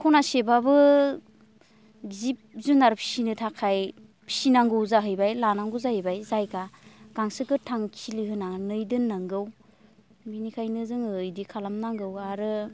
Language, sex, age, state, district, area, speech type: Bodo, female, 30-45, Assam, Baksa, rural, spontaneous